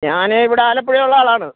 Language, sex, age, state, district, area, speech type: Malayalam, male, 45-60, Kerala, Alappuzha, rural, conversation